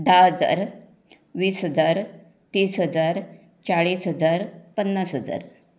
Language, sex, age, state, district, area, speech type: Goan Konkani, female, 60+, Goa, Canacona, rural, spontaneous